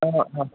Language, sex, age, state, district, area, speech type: Assamese, female, 60+, Assam, Lakhimpur, urban, conversation